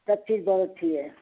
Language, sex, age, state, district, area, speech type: Urdu, female, 30-45, Uttar Pradesh, Ghaziabad, rural, conversation